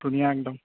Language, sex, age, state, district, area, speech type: Assamese, male, 30-45, Assam, Darrang, rural, conversation